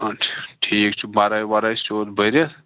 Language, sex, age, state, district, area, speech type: Kashmiri, male, 18-30, Jammu and Kashmir, Pulwama, rural, conversation